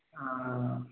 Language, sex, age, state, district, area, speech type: Malayalam, male, 18-30, Kerala, Wayanad, rural, conversation